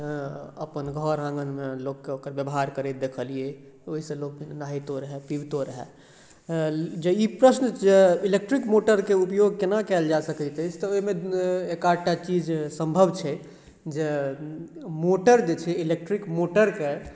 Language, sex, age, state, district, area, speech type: Maithili, male, 30-45, Bihar, Madhubani, rural, spontaneous